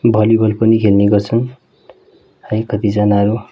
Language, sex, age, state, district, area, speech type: Nepali, male, 30-45, West Bengal, Darjeeling, rural, spontaneous